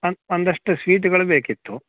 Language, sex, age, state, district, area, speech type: Kannada, male, 30-45, Karnataka, Uttara Kannada, rural, conversation